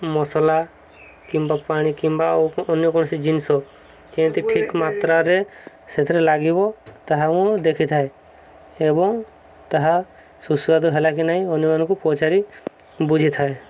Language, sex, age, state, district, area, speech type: Odia, male, 30-45, Odisha, Subarnapur, urban, spontaneous